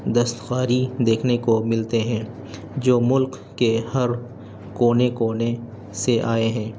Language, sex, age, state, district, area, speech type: Urdu, male, 30-45, Delhi, North East Delhi, urban, spontaneous